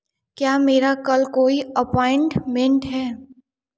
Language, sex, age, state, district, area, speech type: Hindi, female, 18-30, Uttar Pradesh, Varanasi, urban, read